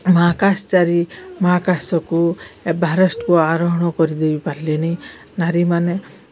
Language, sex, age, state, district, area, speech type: Odia, female, 45-60, Odisha, Subarnapur, urban, spontaneous